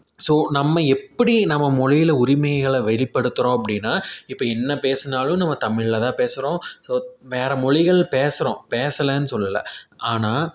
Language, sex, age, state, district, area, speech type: Tamil, male, 30-45, Tamil Nadu, Tiruppur, rural, spontaneous